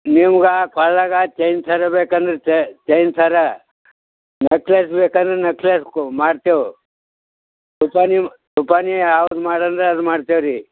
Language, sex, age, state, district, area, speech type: Kannada, male, 60+, Karnataka, Bidar, rural, conversation